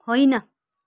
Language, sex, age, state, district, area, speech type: Nepali, female, 30-45, West Bengal, Kalimpong, rural, read